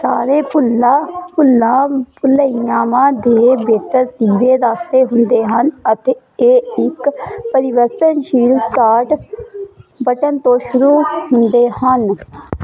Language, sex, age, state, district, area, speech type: Punjabi, female, 30-45, Punjab, Hoshiarpur, rural, read